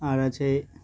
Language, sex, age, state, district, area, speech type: Bengali, male, 18-30, West Bengal, Uttar Dinajpur, urban, spontaneous